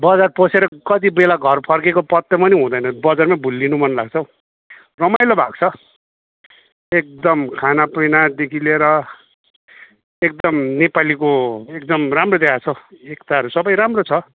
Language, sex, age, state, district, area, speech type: Nepali, male, 45-60, West Bengal, Kalimpong, rural, conversation